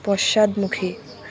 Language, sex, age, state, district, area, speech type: Assamese, female, 18-30, Assam, Jorhat, rural, read